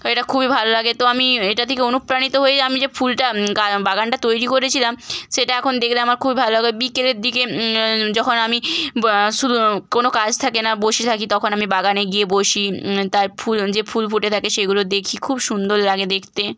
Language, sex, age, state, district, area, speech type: Bengali, female, 18-30, West Bengal, Bankura, rural, spontaneous